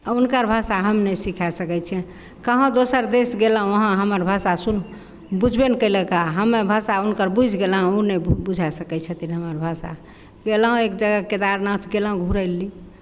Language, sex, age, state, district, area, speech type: Maithili, female, 60+, Bihar, Begusarai, rural, spontaneous